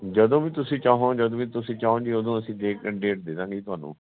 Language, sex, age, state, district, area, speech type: Punjabi, male, 45-60, Punjab, Fatehgarh Sahib, rural, conversation